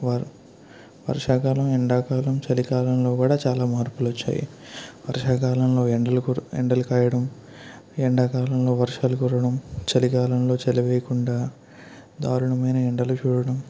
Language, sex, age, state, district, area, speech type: Telugu, male, 18-30, Andhra Pradesh, Eluru, rural, spontaneous